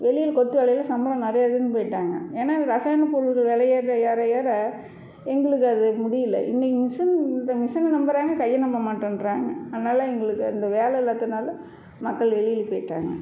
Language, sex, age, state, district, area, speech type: Tamil, female, 45-60, Tamil Nadu, Salem, rural, spontaneous